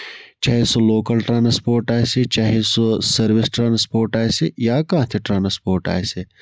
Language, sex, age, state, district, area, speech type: Kashmiri, male, 30-45, Jammu and Kashmir, Budgam, rural, spontaneous